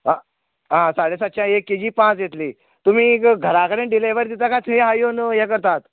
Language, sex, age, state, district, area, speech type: Goan Konkani, male, 45-60, Goa, Canacona, rural, conversation